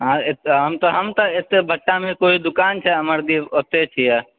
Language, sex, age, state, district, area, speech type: Maithili, male, 18-30, Bihar, Purnia, urban, conversation